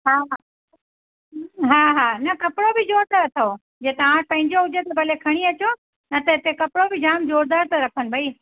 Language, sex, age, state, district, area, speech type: Sindhi, female, 45-60, Gujarat, Surat, urban, conversation